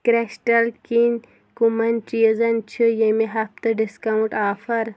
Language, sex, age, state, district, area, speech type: Kashmiri, female, 30-45, Jammu and Kashmir, Shopian, rural, read